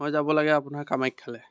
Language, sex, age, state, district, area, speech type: Assamese, male, 30-45, Assam, Biswanath, rural, spontaneous